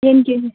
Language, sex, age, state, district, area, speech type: Manipuri, female, 18-30, Manipur, Churachandpur, urban, conversation